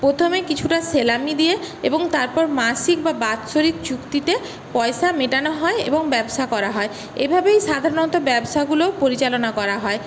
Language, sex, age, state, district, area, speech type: Bengali, female, 30-45, West Bengal, Paschim Medinipur, urban, spontaneous